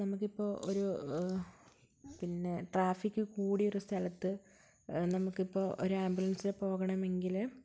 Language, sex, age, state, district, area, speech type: Malayalam, female, 30-45, Kerala, Wayanad, rural, spontaneous